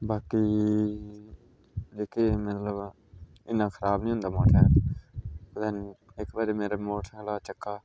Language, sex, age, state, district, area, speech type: Dogri, male, 30-45, Jammu and Kashmir, Udhampur, rural, spontaneous